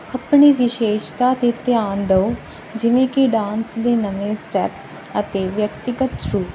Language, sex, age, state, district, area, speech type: Punjabi, female, 30-45, Punjab, Barnala, rural, spontaneous